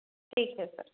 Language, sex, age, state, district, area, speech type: Hindi, female, 30-45, Madhya Pradesh, Bhopal, rural, conversation